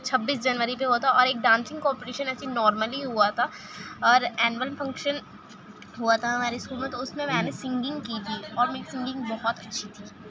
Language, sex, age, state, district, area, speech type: Urdu, female, 18-30, Delhi, Central Delhi, rural, spontaneous